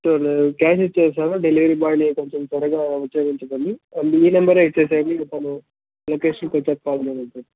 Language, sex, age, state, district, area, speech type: Telugu, male, 30-45, Andhra Pradesh, Chittoor, rural, conversation